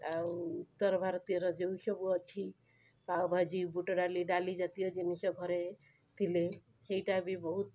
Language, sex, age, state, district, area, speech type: Odia, female, 30-45, Odisha, Cuttack, urban, spontaneous